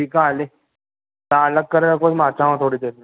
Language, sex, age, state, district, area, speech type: Sindhi, male, 18-30, Maharashtra, Thane, urban, conversation